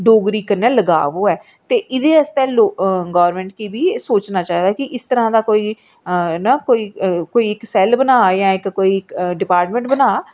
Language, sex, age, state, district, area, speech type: Dogri, female, 45-60, Jammu and Kashmir, Reasi, urban, spontaneous